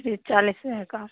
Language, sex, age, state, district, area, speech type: Hindi, female, 18-30, Bihar, Samastipur, urban, conversation